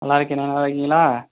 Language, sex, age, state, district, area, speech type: Tamil, male, 18-30, Tamil Nadu, Pudukkottai, rural, conversation